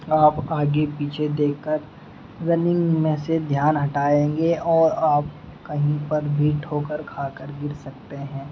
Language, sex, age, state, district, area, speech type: Urdu, male, 18-30, Uttar Pradesh, Muzaffarnagar, rural, spontaneous